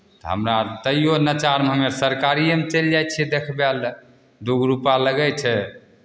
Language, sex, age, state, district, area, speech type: Maithili, male, 45-60, Bihar, Begusarai, rural, spontaneous